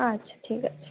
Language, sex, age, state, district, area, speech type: Bengali, female, 18-30, West Bengal, Birbhum, urban, conversation